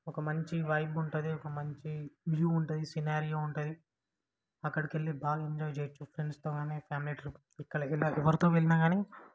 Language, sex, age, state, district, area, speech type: Telugu, male, 18-30, Telangana, Vikarabad, urban, spontaneous